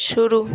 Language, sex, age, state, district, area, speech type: Hindi, female, 18-30, Madhya Pradesh, Harda, rural, read